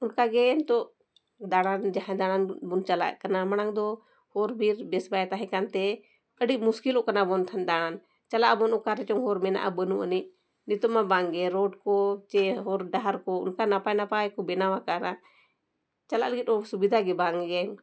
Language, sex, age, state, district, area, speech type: Santali, female, 45-60, Jharkhand, Bokaro, rural, spontaneous